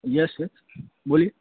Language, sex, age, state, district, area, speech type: Gujarati, male, 18-30, Gujarat, Ahmedabad, urban, conversation